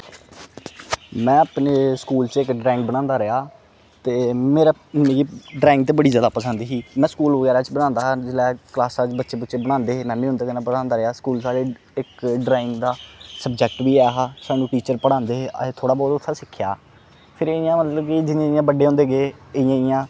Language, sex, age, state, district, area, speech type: Dogri, male, 18-30, Jammu and Kashmir, Kathua, rural, spontaneous